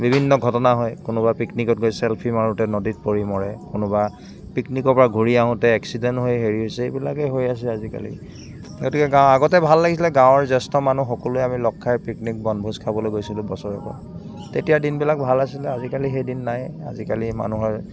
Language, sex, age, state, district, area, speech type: Assamese, male, 45-60, Assam, Dibrugarh, rural, spontaneous